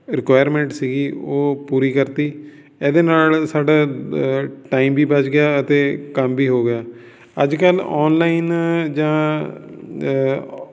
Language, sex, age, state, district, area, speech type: Punjabi, male, 45-60, Punjab, Fatehgarh Sahib, urban, spontaneous